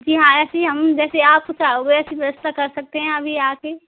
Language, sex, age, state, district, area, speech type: Hindi, female, 18-30, Rajasthan, Karauli, rural, conversation